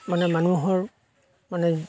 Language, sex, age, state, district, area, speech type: Assamese, male, 45-60, Assam, Darrang, rural, spontaneous